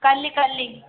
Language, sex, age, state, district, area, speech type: Odia, female, 18-30, Odisha, Jajpur, rural, conversation